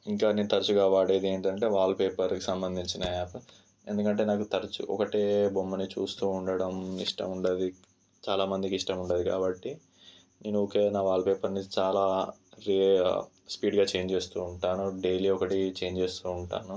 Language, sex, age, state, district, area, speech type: Telugu, male, 18-30, Telangana, Ranga Reddy, rural, spontaneous